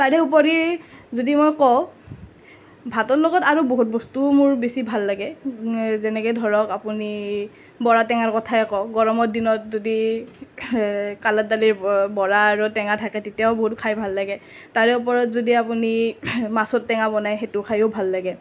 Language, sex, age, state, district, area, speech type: Assamese, female, 30-45, Assam, Nalbari, rural, spontaneous